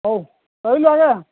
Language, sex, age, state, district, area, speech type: Odia, male, 60+, Odisha, Gajapati, rural, conversation